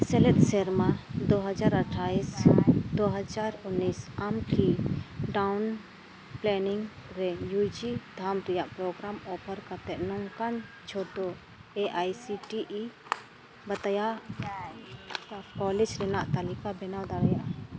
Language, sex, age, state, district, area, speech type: Santali, female, 30-45, Jharkhand, East Singhbhum, rural, read